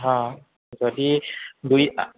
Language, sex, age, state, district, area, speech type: Assamese, male, 30-45, Assam, Goalpara, urban, conversation